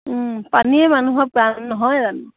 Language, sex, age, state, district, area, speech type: Assamese, female, 45-60, Assam, Sivasagar, rural, conversation